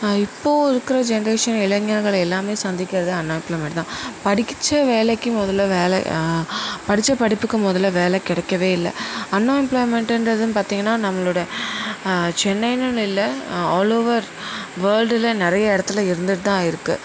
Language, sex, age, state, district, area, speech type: Tamil, female, 30-45, Tamil Nadu, Tiruvallur, rural, spontaneous